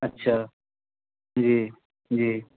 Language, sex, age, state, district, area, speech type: Urdu, male, 30-45, Bihar, Purnia, rural, conversation